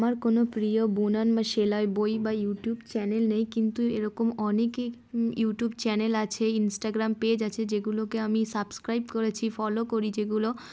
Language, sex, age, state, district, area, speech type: Bengali, female, 18-30, West Bengal, Darjeeling, urban, spontaneous